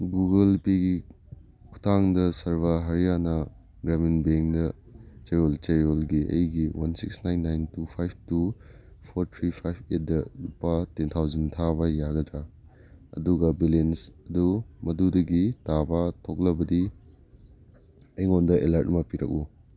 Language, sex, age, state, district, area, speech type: Manipuri, male, 30-45, Manipur, Churachandpur, rural, read